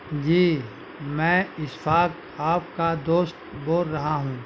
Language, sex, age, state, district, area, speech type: Urdu, male, 60+, Bihar, Gaya, urban, spontaneous